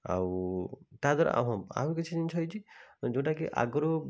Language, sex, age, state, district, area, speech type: Odia, male, 45-60, Odisha, Bhadrak, rural, spontaneous